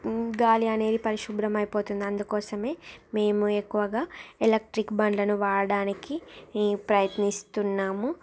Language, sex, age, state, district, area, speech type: Telugu, female, 30-45, Andhra Pradesh, Srikakulam, urban, spontaneous